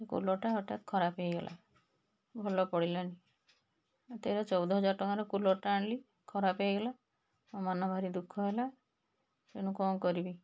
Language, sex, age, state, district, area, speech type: Odia, female, 45-60, Odisha, Puri, urban, spontaneous